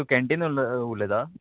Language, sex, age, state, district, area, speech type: Goan Konkani, male, 18-30, Goa, Murmgao, urban, conversation